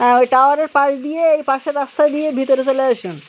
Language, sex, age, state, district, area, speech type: Bengali, male, 30-45, West Bengal, Birbhum, urban, spontaneous